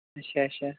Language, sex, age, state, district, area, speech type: Kashmiri, male, 30-45, Jammu and Kashmir, Kupwara, rural, conversation